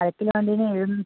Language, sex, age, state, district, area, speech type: Malayalam, female, 60+, Kerala, Wayanad, rural, conversation